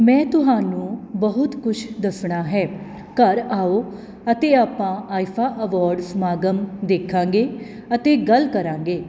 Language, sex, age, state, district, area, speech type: Punjabi, female, 30-45, Punjab, Kapurthala, urban, read